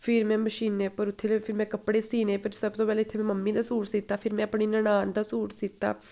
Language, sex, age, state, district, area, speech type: Dogri, female, 18-30, Jammu and Kashmir, Samba, rural, spontaneous